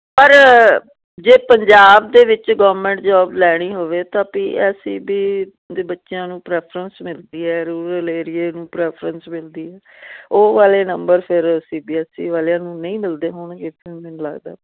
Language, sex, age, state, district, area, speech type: Punjabi, female, 60+, Punjab, Firozpur, urban, conversation